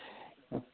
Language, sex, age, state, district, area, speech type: Assamese, male, 30-45, Assam, Goalpara, rural, conversation